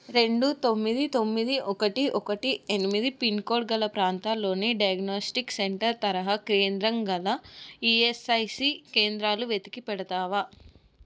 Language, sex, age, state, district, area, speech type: Telugu, female, 18-30, Telangana, Hyderabad, urban, read